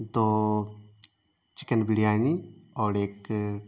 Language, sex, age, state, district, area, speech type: Urdu, male, 18-30, Bihar, Saharsa, urban, spontaneous